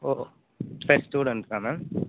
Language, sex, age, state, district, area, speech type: Tamil, male, 18-30, Tamil Nadu, Pudukkottai, rural, conversation